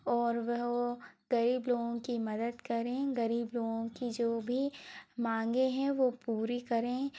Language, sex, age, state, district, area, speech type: Hindi, female, 30-45, Madhya Pradesh, Bhopal, urban, spontaneous